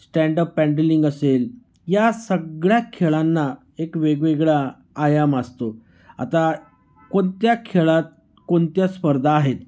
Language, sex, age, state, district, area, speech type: Marathi, male, 45-60, Maharashtra, Nashik, rural, spontaneous